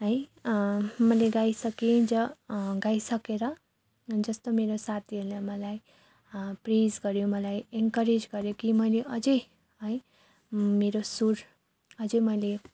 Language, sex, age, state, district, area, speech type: Nepali, female, 30-45, West Bengal, Darjeeling, rural, spontaneous